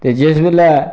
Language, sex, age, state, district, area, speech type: Dogri, male, 45-60, Jammu and Kashmir, Reasi, rural, spontaneous